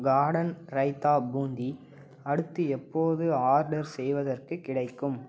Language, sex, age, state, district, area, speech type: Tamil, male, 18-30, Tamil Nadu, Cuddalore, rural, read